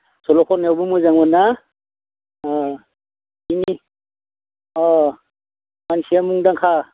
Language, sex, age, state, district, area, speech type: Bodo, male, 60+, Assam, Baksa, urban, conversation